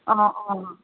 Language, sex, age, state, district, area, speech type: Assamese, female, 30-45, Assam, Kamrup Metropolitan, urban, conversation